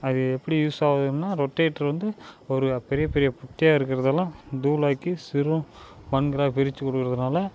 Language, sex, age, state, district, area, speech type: Tamil, male, 18-30, Tamil Nadu, Dharmapuri, urban, spontaneous